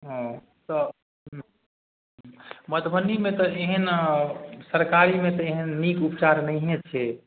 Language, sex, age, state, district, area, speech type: Maithili, male, 30-45, Bihar, Madhubani, rural, conversation